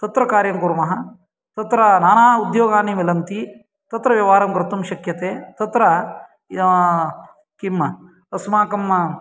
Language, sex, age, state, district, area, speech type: Sanskrit, male, 45-60, Karnataka, Uttara Kannada, rural, spontaneous